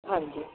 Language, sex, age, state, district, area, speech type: Punjabi, female, 30-45, Punjab, Kapurthala, rural, conversation